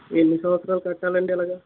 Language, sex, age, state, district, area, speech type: Telugu, male, 18-30, Andhra Pradesh, East Godavari, rural, conversation